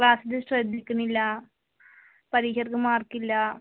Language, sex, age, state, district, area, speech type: Malayalam, female, 18-30, Kerala, Malappuram, rural, conversation